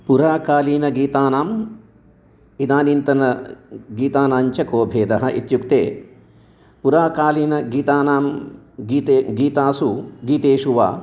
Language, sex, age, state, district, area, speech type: Sanskrit, male, 60+, Telangana, Jagtial, urban, spontaneous